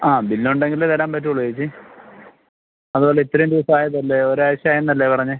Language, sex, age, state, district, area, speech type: Malayalam, male, 30-45, Kerala, Thiruvananthapuram, rural, conversation